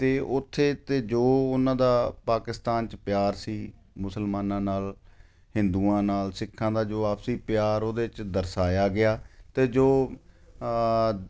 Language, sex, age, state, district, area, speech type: Punjabi, male, 45-60, Punjab, Ludhiana, urban, spontaneous